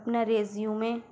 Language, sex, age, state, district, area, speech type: Urdu, female, 18-30, Bihar, Gaya, urban, spontaneous